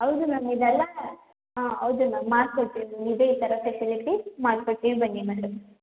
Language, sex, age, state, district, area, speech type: Kannada, female, 18-30, Karnataka, Mandya, rural, conversation